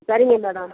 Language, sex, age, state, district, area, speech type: Tamil, female, 60+, Tamil Nadu, Ariyalur, rural, conversation